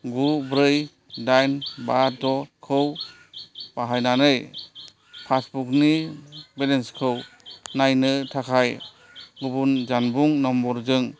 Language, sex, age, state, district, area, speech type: Bodo, male, 45-60, Assam, Kokrajhar, rural, read